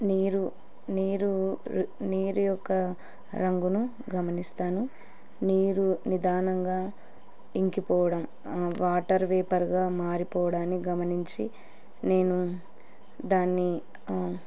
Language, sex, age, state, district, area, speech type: Telugu, female, 30-45, Andhra Pradesh, Kurnool, rural, spontaneous